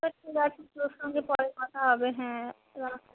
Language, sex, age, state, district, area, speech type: Bengali, female, 45-60, West Bengal, South 24 Parganas, rural, conversation